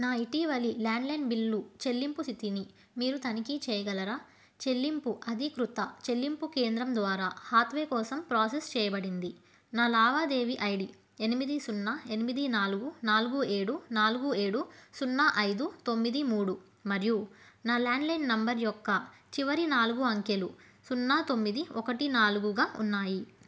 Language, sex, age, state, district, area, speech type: Telugu, female, 30-45, Andhra Pradesh, Krishna, urban, read